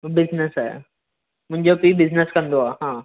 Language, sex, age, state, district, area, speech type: Sindhi, male, 18-30, Maharashtra, Mumbai Suburban, urban, conversation